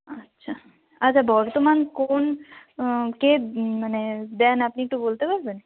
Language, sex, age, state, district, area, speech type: Bengali, female, 30-45, West Bengal, North 24 Parganas, rural, conversation